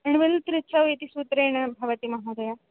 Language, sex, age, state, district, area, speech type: Sanskrit, female, 18-30, Andhra Pradesh, Chittoor, urban, conversation